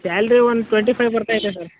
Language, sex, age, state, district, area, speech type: Kannada, male, 18-30, Karnataka, Mysore, rural, conversation